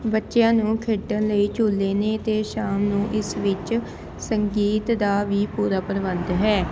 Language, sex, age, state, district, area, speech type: Punjabi, female, 18-30, Punjab, Shaheed Bhagat Singh Nagar, rural, spontaneous